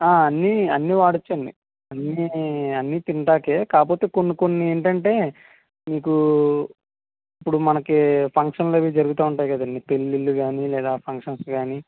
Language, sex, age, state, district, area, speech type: Telugu, male, 18-30, Andhra Pradesh, N T Rama Rao, urban, conversation